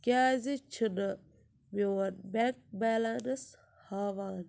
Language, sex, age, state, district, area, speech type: Kashmiri, female, 18-30, Jammu and Kashmir, Ganderbal, rural, read